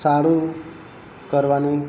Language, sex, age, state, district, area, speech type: Gujarati, male, 30-45, Gujarat, Narmada, rural, spontaneous